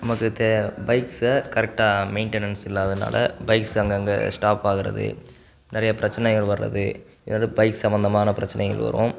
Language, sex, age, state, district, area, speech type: Tamil, male, 18-30, Tamil Nadu, Sivaganga, rural, spontaneous